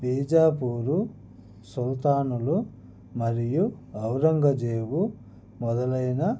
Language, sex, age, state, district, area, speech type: Telugu, male, 30-45, Andhra Pradesh, Annamaya, rural, spontaneous